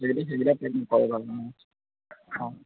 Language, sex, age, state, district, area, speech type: Assamese, male, 18-30, Assam, Dhemaji, urban, conversation